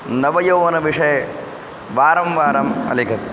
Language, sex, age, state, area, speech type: Sanskrit, male, 18-30, Madhya Pradesh, rural, spontaneous